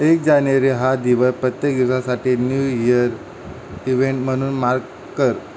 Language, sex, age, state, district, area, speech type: Marathi, male, 18-30, Maharashtra, Mumbai City, urban, read